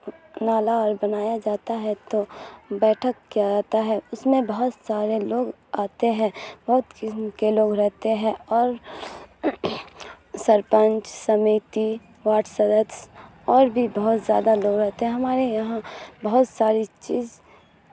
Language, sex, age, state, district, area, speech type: Urdu, female, 18-30, Bihar, Supaul, rural, spontaneous